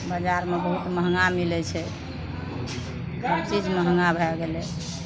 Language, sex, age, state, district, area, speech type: Maithili, female, 45-60, Bihar, Madhepura, rural, spontaneous